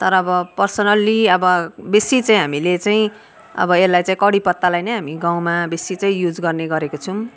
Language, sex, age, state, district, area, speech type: Nepali, female, 45-60, West Bengal, Darjeeling, rural, spontaneous